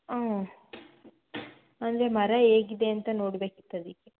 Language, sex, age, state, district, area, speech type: Kannada, female, 18-30, Karnataka, Mandya, rural, conversation